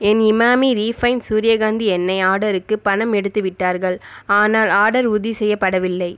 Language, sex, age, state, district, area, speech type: Tamil, female, 30-45, Tamil Nadu, Viluppuram, rural, read